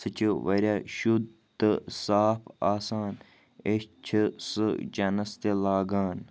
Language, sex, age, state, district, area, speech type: Kashmiri, male, 18-30, Jammu and Kashmir, Bandipora, rural, spontaneous